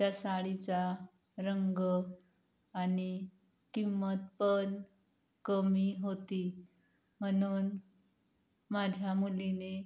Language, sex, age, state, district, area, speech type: Marathi, female, 18-30, Maharashtra, Yavatmal, rural, spontaneous